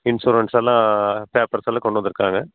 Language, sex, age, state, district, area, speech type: Tamil, male, 30-45, Tamil Nadu, Coimbatore, rural, conversation